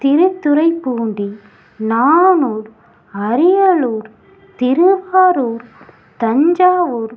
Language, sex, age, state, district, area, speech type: Tamil, female, 18-30, Tamil Nadu, Ariyalur, rural, spontaneous